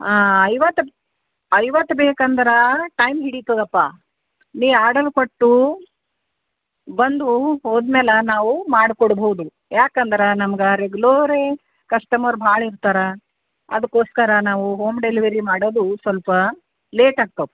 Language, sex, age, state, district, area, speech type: Kannada, female, 60+, Karnataka, Bidar, urban, conversation